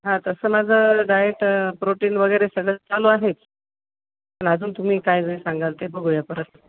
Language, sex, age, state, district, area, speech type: Marathi, female, 45-60, Maharashtra, Nashik, urban, conversation